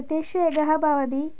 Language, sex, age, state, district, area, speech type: Sanskrit, female, 18-30, Kerala, Malappuram, urban, spontaneous